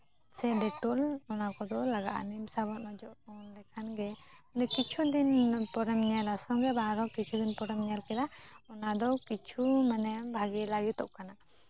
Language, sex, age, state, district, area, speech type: Santali, female, 18-30, West Bengal, Jhargram, rural, spontaneous